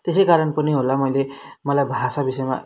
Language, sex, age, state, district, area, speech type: Nepali, male, 18-30, West Bengal, Darjeeling, rural, spontaneous